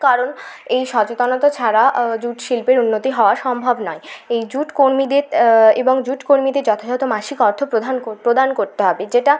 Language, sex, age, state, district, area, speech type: Bengali, female, 18-30, West Bengal, Bankura, urban, spontaneous